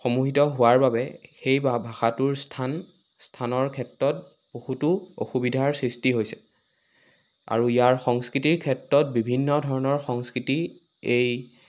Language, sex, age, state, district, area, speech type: Assamese, male, 18-30, Assam, Sivasagar, rural, spontaneous